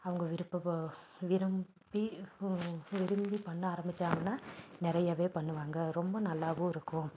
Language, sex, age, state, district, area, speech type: Tamil, female, 30-45, Tamil Nadu, Nilgiris, rural, spontaneous